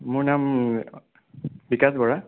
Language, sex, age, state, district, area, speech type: Assamese, male, 30-45, Assam, Sonitpur, urban, conversation